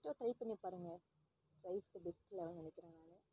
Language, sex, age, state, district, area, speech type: Tamil, female, 18-30, Tamil Nadu, Kallakurichi, rural, spontaneous